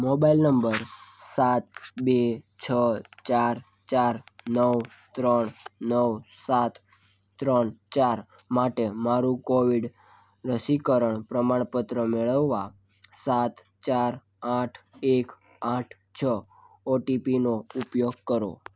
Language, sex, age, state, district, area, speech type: Gujarati, male, 18-30, Gujarat, Surat, rural, read